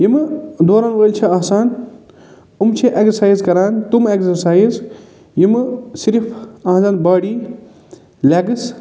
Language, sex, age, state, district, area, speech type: Kashmiri, male, 45-60, Jammu and Kashmir, Budgam, urban, spontaneous